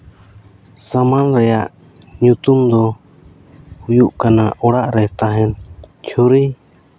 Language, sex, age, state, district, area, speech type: Santali, male, 30-45, Jharkhand, Seraikela Kharsawan, rural, spontaneous